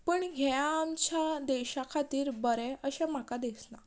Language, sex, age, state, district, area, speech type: Goan Konkani, female, 18-30, Goa, Ponda, rural, spontaneous